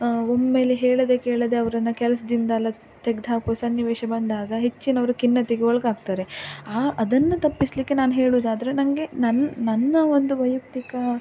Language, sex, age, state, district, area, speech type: Kannada, female, 18-30, Karnataka, Dakshina Kannada, rural, spontaneous